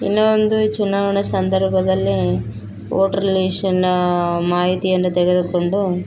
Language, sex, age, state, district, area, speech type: Kannada, female, 30-45, Karnataka, Bellary, rural, spontaneous